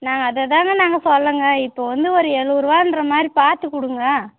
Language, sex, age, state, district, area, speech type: Tamil, female, 30-45, Tamil Nadu, Tirupattur, rural, conversation